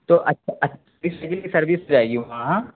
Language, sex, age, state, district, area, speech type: Urdu, male, 18-30, Bihar, Saharsa, rural, conversation